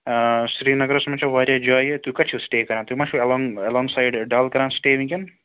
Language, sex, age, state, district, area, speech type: Kashmiri, male, 30-45, Jammu and Kashmir, Srinagar, urban, conversation